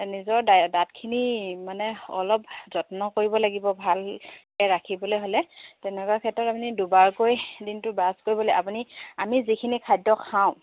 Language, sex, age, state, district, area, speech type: Assamese, female, 45-60, Assam, Dibrugarh, rural, conversation